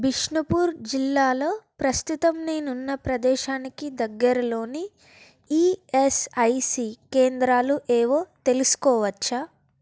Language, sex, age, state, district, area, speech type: Telugu, female, 18-30, Telangana, Peddapalli, rural, read